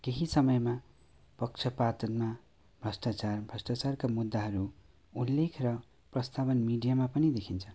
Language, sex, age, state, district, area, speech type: Nepali, male, 30-45, West Bengal, Kalimpong, rural, spontaneous